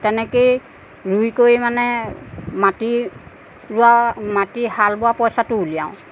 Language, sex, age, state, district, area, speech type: Assamese, female, 45-60, Assam, Nagaon, rural, spontaneous